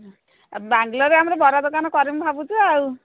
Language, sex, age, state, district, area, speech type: Odia, female, 45-60, Odisha, Angul, rural, conversation